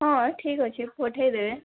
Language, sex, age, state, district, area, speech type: Odia, female, 18-30, Odisha, Sundergarh, urban, conversation